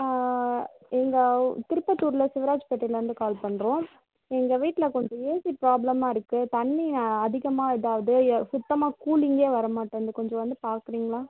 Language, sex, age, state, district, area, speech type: Tamil, female, 18-30, Tamil Nadu, Tirupattur, urban, conversation